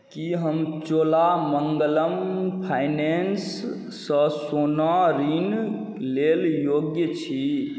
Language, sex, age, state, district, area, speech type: Maithili, male, 18-30, Bihar, Saharsa, rural, read